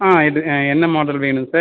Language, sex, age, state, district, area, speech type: Tamil, male, 18-30, Tamil Nadu, Kallakurichi, rural, conversation